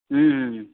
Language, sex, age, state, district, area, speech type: Maithili, male, 30-45, Bihar, Supaul, rural, conversation